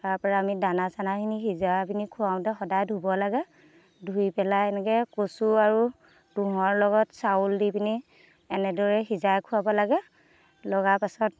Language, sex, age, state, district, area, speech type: Assamese, female, 30-45, Assam, Dhemaji, rural, spontaneous